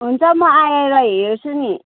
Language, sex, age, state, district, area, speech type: Nepali, female, 30-45, West Bengal, Kalimpong, rural, conversation